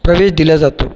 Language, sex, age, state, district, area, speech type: Marathi, male, 30-45, Maharashtra, Buldhana, urban, spontaneous